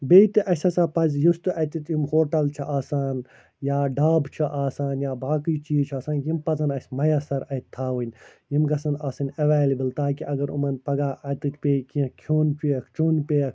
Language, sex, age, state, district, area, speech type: Kashmiri, male, 45-60, Jammu and Kashmir, Srinagar, urban, spontaneous